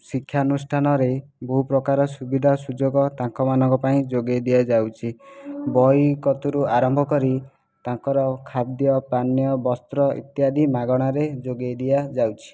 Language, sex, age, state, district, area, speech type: Odia, male, 18-30, Odisha, Jajpur, rural, spontaneous